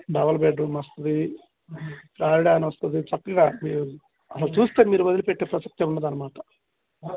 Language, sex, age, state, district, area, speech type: Telugu, male, 60+, Andhra Pradesh, Guntur, urban, conversation